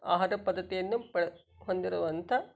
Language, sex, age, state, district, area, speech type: Kannada, female, 60+, Karnataka, Shimoga, rural, spontaneous